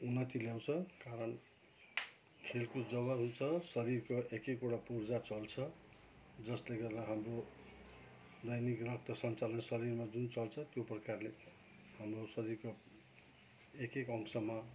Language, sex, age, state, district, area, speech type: Nepali, male, 60+, West Bengal, Kalimpong, rural, spontaneous